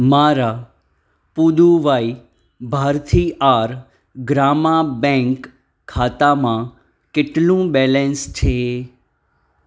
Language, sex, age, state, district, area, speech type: Gujarati, male, 30-45, Gujarat, Anand, urban, read